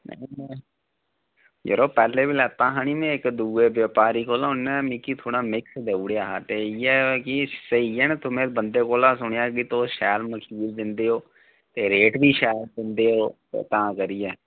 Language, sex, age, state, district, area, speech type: Dogri, male, 18-30, Jammu and Kashmir, Reasi, rural, conversation